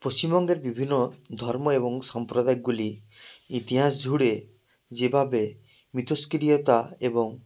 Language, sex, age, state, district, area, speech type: Bengali, male, 18-30, West Bengal, Murshidabad, urban, spontaneous